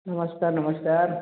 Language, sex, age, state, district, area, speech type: Hindi, male, 30-45, Uttar Pradesh, Prayagraj, rural, conversation